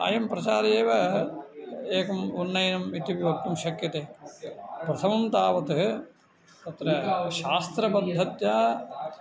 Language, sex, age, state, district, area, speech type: Sanskrit, male, 45-60, Tamil Nadu, Tiruvannamalai, urban, spontaneous